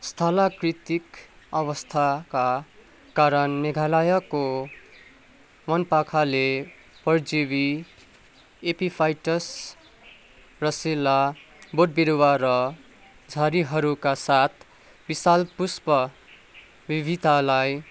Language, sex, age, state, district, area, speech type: Nepali, male, 18-30, West Bengal, Kalimpong, urban, read